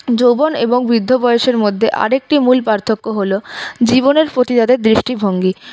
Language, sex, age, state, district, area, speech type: Bengali, female, 30-45, West Bengal, Paschim Bardhaman, urban, spontaneous